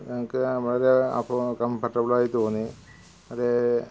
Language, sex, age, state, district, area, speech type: Malayalam, male, 45-60, Kerala, Malappuram, rural, spontaneous